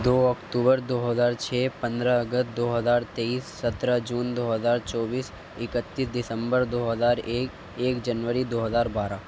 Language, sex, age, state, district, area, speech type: Urdu, male, 18-30, Delhi, East Delhi, urban, spontaneous